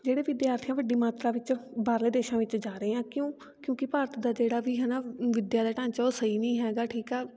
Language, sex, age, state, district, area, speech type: Punjabi, female, 18-30, Punjab, Fatehgarh Sahib, rural, spontaneous